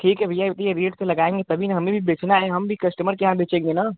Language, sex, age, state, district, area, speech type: Hindi, male, 18-30, Uttar Pradesh, Chandauli, rural, conversation